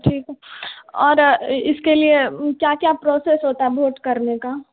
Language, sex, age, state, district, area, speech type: Hindi, female, 18-30, Bihar, Begusarai, urban, conversation